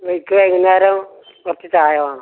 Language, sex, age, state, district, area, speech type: Malayalam, male, 60+, Kerala, Malappuram, rural, conversation